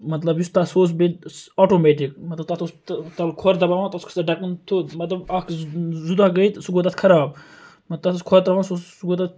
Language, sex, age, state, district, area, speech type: Kashmiri, male, 18-30, Jammu and Kashmir, Kupwara, rural, spontaneous